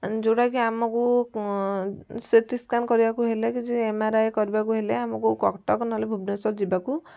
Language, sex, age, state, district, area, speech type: Odia, female, 18-30, Odisha, Kendujhar, urban, spontaneous